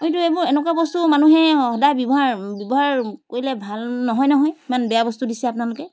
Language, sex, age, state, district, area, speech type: Assamese, female, 45-60, Assam, Charaideo, urban, spontaneous